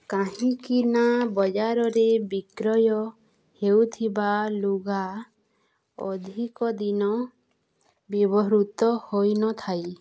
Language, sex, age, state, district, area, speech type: Odia, female, 30-45, Odisha, Balangir, urban, spontaneous